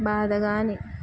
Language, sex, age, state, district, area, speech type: Telugu, female, 18-30, Andhra Pradesh, Guntur, rural, spontaneous